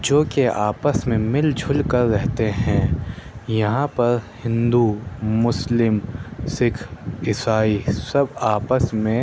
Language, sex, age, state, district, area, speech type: Urdu, male, 30-45, Delhi, Central Delhi, urban, spontaneous